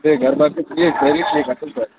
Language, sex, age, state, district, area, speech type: Kashmiri, male, 30-45, Jammu and Kashmir, Bandipora, rural, conversation